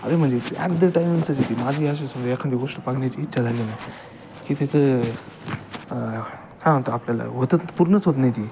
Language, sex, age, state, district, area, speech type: Marathi, male, 18-30, Maharashtra, Ahmednagar, rural, spontaneous